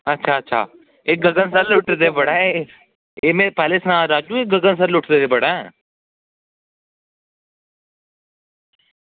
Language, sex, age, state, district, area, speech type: Dogri, male, 18-30, Jammu and Kashmir, Samba, rural, conversation